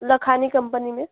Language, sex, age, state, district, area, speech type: Hindi, female, 18-30, Madhya Pradesh, Betul, rural, conversation